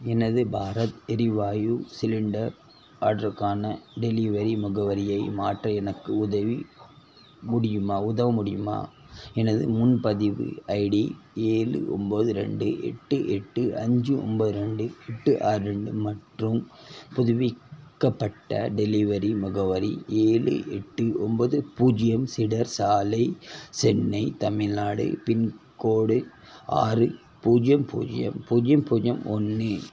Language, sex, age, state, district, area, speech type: Tamil, male, 30-45, Tamil Nadu, Tirunelveli, rural, read